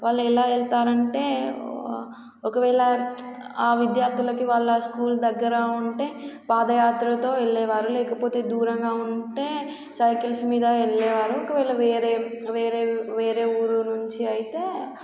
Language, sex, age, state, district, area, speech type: Telugu, female, 18-30, Telangana, Warangal, rural, spontaneous